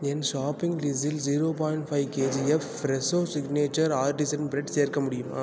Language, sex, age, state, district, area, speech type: Tamil, male, 18-30, Tamil Nadu, Tiruvarur, rural, read